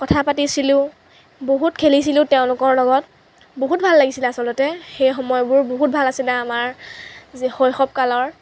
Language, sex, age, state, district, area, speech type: Assamese, female, 18-30, Assam, Lakhimpur, rural, spontaneous